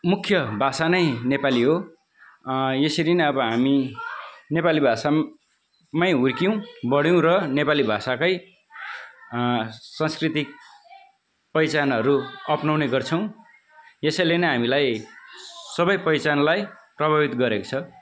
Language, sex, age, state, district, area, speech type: Nepali, male, 45-60, West Bengal, Darjeeling, rural, spontaneous